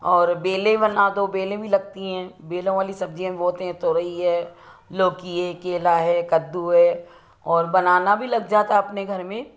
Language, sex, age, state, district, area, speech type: Hindi, female, 60+, Madhya Pradesh, Ujjain, urban, spontaneous